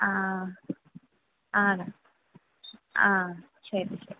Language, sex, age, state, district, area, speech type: Malayalam, female, 30-45, Kerala, Kannur, urban, conversation